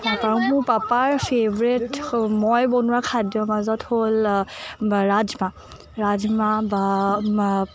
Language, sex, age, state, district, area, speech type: Assamese, female, 18-30, Assam, Morigaon, urban, spontaneous